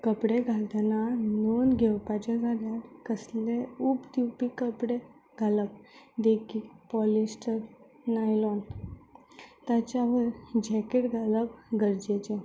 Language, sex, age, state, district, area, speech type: Goan Konkani, female, 18-30, Goa, Tiswadi, rural, spontaneous